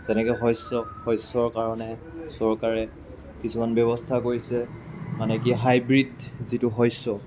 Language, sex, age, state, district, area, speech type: Assamese, male, 45-60, Assam, Lakhimpur, rural, spontaneous